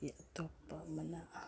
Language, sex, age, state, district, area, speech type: Manipuri, female, 45-60, Manipur, Imphal East, rural, spontaneous